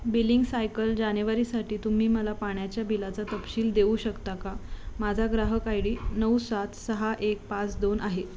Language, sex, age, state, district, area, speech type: Marathi, female, 18-30, Maharashtra, Sangli, urban, read